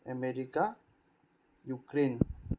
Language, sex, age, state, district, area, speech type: Assamese, male, 18-30, Assam, Sonitpur, urban, spontaneous